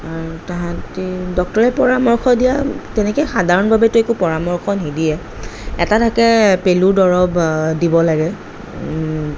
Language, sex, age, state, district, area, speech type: Assamese, female, 30-45, Assam, Kamrup Metropolitan, urban, spontaneous